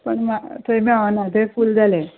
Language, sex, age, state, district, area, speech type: Goan Konkani, female, 18-30, Goa, Ponda, rural, conversation